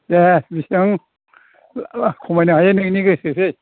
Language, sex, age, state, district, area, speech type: Bodo, male, 60+, Assam, Chirang, rural, conversation